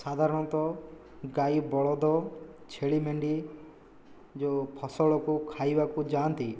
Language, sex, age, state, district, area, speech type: Odia, male, 18-30, Odisha, Boudh, rural, spontaneous